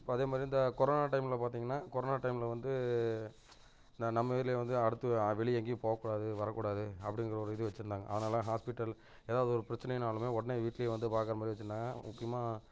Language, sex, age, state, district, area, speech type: Tamil, male, 30-45, Tamil Nadu, Namakkal, rural, spontaneous